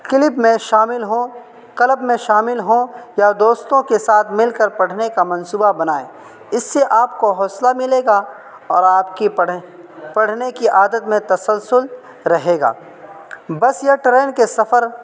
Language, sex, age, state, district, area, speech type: Urdu, male, 18-30, Uttar Pradesh, Saharanpur, urban, spontaneous